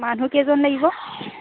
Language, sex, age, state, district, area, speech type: Assamese, female, 18-30, Assam, Lakhimpur, urban, conversation